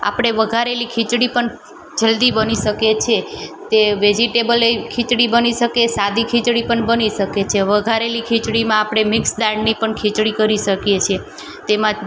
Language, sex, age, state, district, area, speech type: Gujarati, female, 30-45, Gujarat, Junagadh, urban, spontaneous